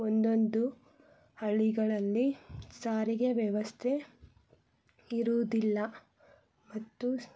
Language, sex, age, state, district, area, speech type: Kannada, female, 18-30, Karnataka, Chitradurga, rural, spontaneous